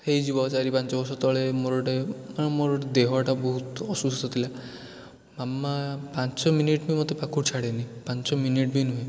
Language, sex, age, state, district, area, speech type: Odia, male, 18-30, Odisha, Dhenkanal, urban, spontaneous